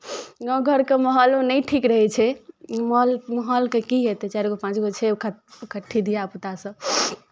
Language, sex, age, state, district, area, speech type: Maithili, female, 18-30, Bihar, Darbhanga, rural, spontaneous